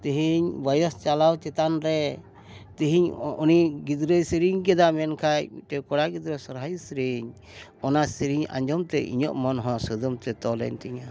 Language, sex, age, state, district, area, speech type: Santali, male, 60+, West Bengal, Dakshin Dinajpur, rural, spontaneous